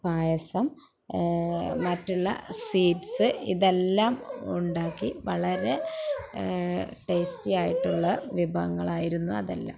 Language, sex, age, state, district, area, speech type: Malayalam, female, 30-45, Kerala, Malappuram, rural, spontaneous